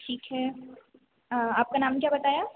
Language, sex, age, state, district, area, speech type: Hindi, female, 18-30, Madhya Pradesh, Hoshangabad, rural, conversation